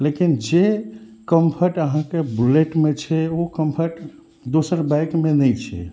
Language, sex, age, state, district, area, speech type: Maithili, male, 30-45, Bihar, Madhubani, rural, spontaneous